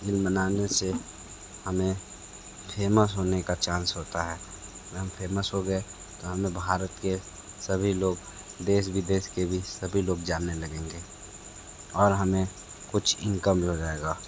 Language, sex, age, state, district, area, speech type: Hindi, male, 30-45, Uttar Pradesh, Sonbhadra, rural, spontaneous